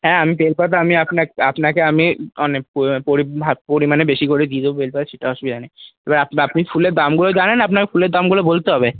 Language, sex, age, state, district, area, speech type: Bengali, male, 30-45, West Bengal, Paschim Bardhaman, urban, conversation